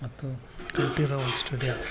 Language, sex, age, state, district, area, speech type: Kannada, male, 45-60, Karnataka, Koppal, urban, spontaneous